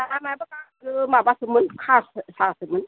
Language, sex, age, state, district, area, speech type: Bodo, female, 60+, Assam, Kokrajhar, rural, conversation